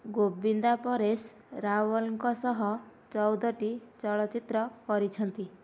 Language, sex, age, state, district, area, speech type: Odia, female, 18-30, Odisha, Nayagarh, rural, read